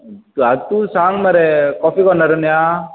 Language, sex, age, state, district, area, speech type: Goan Konkani, male, 45-60, Goa, Bardez, urban, conversation